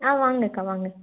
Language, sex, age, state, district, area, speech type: Tamil, female, 18-30, Tamil Nadu, Nilgiris, rural, conversation